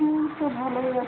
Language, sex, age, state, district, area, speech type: Bengali, female, 18-30, West Bengal, Malda, urban, conversation